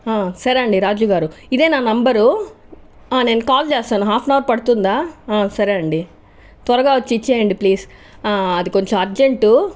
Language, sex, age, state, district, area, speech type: Telugu, female, 45-60, Andhra Pradesh, Chittoor, urban, spontaneous